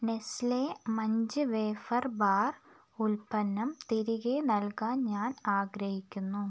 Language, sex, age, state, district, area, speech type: Malayalam, female, 45-60, Kerala, Wayanad, rural, read